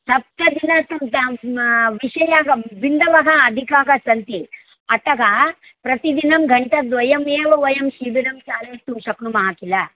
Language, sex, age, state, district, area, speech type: Sanskrit, female, 60+, Maharashtra, Mumbai City, urban, conversation